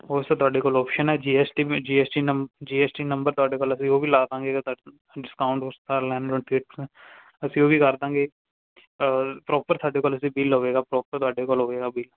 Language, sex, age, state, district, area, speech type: Punjabi, male, 18-30, Punjab, Fazilka, rural, conversation